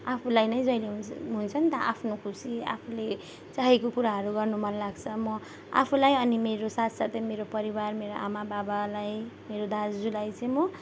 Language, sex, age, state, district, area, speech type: Nepali, female, 18-30, West Bengal, Darjeeling, rural, spontaneous